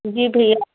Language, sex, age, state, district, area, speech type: Hindi, female, 30-45, Uttar Pradesh, Prayagraj, rural, conversation